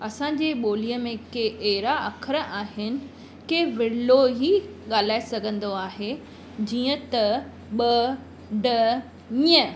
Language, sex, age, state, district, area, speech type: Sindhi, female, 30-45, Maharashtra, Mumbai Suburban, urban, spontaneous